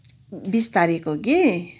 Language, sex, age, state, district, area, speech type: Nepali, female, 45-60, West Bengal, Kalimpong, rural, spontaneous